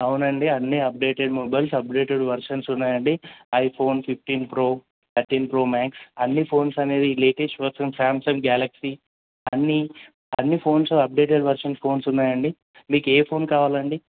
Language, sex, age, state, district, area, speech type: Telugu, male, 18-30, Telangana, Medak, rural, conversation